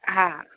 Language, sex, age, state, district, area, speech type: Sindhi, female, 45-60, Gujarat, Surat, urban, conversation